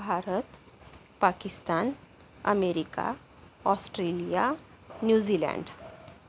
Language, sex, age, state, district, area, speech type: Marathi, female, 45-60, Maharashtra, Yavatmal, urban, spontaneous